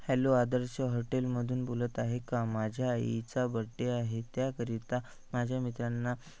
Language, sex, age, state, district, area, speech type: Marathi, male, 30-45, Maharashtra, Amravati, rural, spontaneous